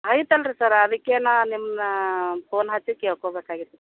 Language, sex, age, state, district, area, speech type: Kannada, female, 45-60, Karnataka, Vijayapura, rural, conversation